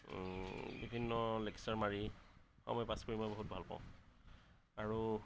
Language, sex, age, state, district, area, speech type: Assamese, male, 30-45, Assam, Darrang, rural, spontaneous